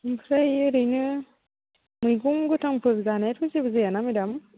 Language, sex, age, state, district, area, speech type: Bodo, female, 18-30, Assam, Baksa, rural, conversation